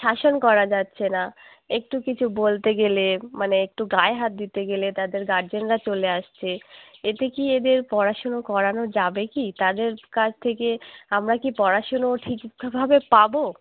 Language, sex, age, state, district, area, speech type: Bengali, female, 18-30, West Bengal, Uttar Dinajpur, urban, conversation